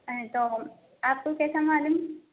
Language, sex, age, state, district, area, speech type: Urdu, female, 18-30, Telangana, Hyderabad, urban, conversation